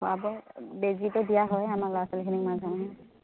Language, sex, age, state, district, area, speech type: Assamese, female, 45-60, Assam, Dibrugarh, rural, conversation